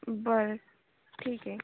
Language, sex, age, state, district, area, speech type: Marathi, female, 18-30, Maharashtra, Washim, rural, conversation